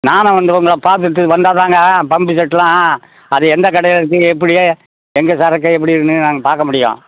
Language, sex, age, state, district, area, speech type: Tamil, male, 60+, Tamil Nadu, Ariyalur, rural, conversation